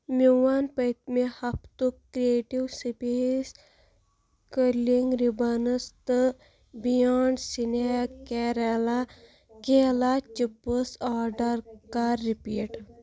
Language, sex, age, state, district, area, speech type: Kashmiri, female, 18-30, Jammu and Kashmir, Baramulla, rural, read